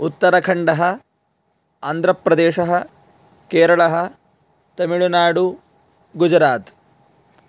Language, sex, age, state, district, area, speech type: Sanskrit, male, 18-30, Karnataka, Gadag, rural, spontaneous